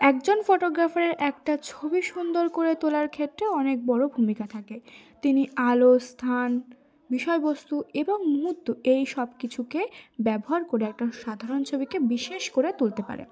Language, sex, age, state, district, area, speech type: Bengali, female, 18-30, West Bengal, Cooch Behar, urban, spontaneous